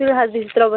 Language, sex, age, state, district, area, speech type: Kashmiri, female, 18-30, Jammu and Kashmir, Shopian, rural, conversation